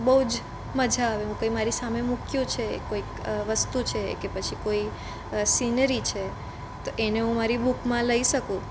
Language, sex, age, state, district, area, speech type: Gujarati, female, 18-30, Gujarat, Surat, urban, spontaneous